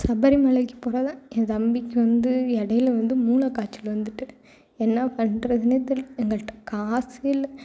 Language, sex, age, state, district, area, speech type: Tamil, female, 18-30, Tamil Nadu, Thoothukudi, rural, spontaneous